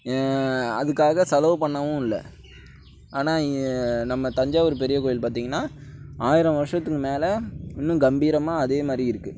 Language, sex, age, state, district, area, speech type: Tamil, male, 60+, Tamil Nadu, Mayiladuthurai, rural, spontaneous